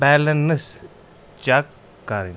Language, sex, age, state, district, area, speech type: Kashmiri, male, 30-45, Jammu and Kashmir, Pulwama, urban, read